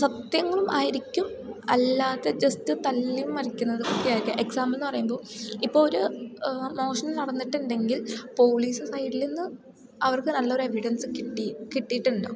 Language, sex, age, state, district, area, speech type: Malayalam, female, 18-30, Kerala, Idukki, rural, spontaneous